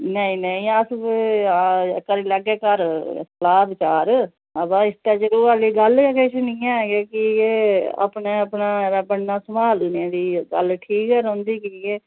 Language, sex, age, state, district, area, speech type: Dogri, female, 45-60, Jammu and Kashmir, Udhampur, urban, conversation